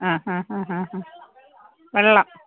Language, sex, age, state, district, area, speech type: Malayalam, female, 60+, Kerala, Thiruvananthapuram, urban, conversation